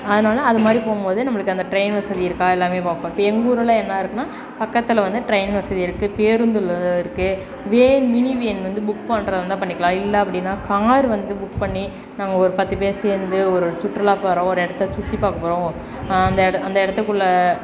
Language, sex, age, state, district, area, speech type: Tamil, female, 30-45, Tamil Nadu, Perambalur, rural, spontaneous